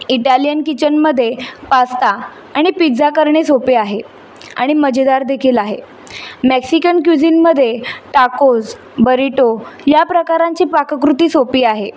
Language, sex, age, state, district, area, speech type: Marathi, female, 18-30, Maharashtra, Mumbai City, urban, spontaneous